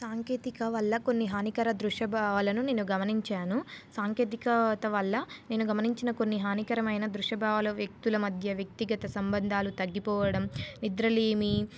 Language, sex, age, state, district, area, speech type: Telugu, female, 18-30, Telangana, Nizamabad, urban, spontaneous